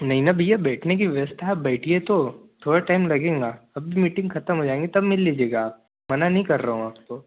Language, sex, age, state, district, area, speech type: Hindi, male, 18-30, Madhya Pradesh, Betul, rural, conversation